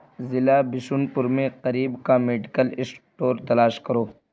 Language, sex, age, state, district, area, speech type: Urdu, male, 18-30, Uttar Pradesh, Balrampur, rural, read